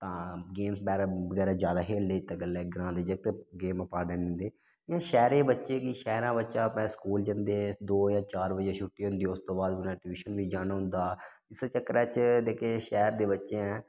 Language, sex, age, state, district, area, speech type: Dogri, male, 18-30, Jammu and Kashmir, Udhampur, rural, spontaneous